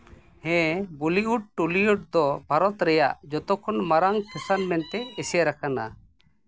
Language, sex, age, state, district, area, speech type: Santali, male, 45-60, Jharkhand, East Singhbhum, rural, spontaneous